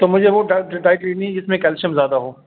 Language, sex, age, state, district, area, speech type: Urdu, male, 45-60, Delhi, South Delhi, urban, conversation